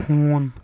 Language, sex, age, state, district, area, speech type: Kashmiri, male, 18-30, Jammu and Kashmir, Kulgam, rural, read